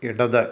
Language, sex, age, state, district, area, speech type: Malayalam, male, 45-60, Kerala, Malappuram, rural, read